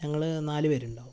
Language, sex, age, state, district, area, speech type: Malayalam, male, 18-30, Kerala, Wayanad, rural, spontaneous